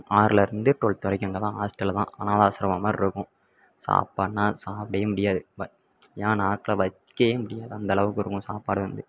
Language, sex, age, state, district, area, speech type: Tamil, male, 18-30, Tamil Nadu, Tirunelveli, rural, spontaneous